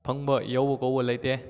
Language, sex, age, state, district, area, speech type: Manipuri, male, 18-30, Manipur, Kakching, rural, spontaneous